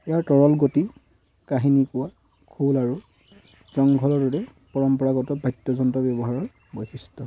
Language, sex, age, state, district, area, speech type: Assamese, male, 18-30, Assam, Sivasagar, rural, spontaneous